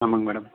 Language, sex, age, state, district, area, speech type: Tamil, male, 30-45, Tamil Nadu, Dharmapuri, rural, conversation